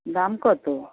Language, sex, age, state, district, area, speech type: Bengali, female, 60+, West Bengal, Dakshin Dinajpur, rural, conversation